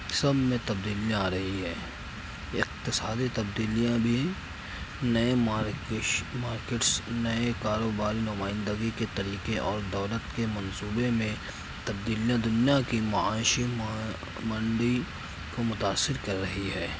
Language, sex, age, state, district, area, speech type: Urdu, male, 30-45, Maharashtra, Nashik, urban, spontaneous